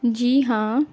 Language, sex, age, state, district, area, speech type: Urdu, female, 18-30, Bihar, Gaya, urban, spontaneous